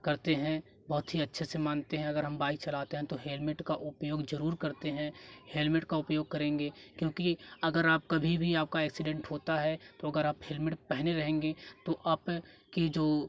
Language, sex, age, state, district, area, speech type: Hindi, male, 18-30, Uttar Pradesh, Jaunpur, rural, spontaneous